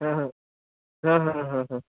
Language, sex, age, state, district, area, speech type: Marathi, male, 30-45, Maharashtra, Nanded, rural, conversation